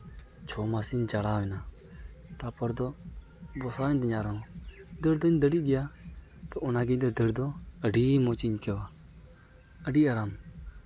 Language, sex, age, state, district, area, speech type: Santali, male, 18-30, West Bengal, Uttar Dinajpur, rural, spontaneous